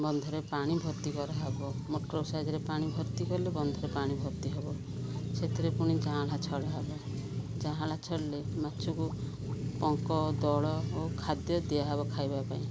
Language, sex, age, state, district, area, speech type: Odia, female, 45-60, Odisha, Ganjam, urban, spontaneous